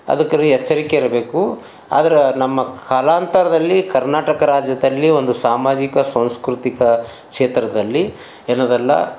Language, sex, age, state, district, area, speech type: Kannada, male, 60+, Karnataka, Bidar, urban, spontaneous